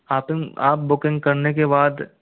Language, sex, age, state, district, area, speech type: Hindi, male, 60+, Rajasthan, Jaipur, urban, conversation